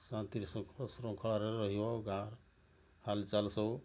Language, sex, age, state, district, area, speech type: Odia, male, 60+, Odisha, Mayurbhanj, rural, spontaneous